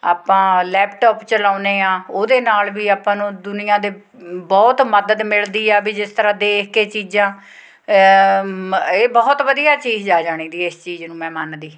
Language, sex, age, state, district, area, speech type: Punjabi, female, 45-60, Punjab, Fatehgarh Sahib, rural, spontaneous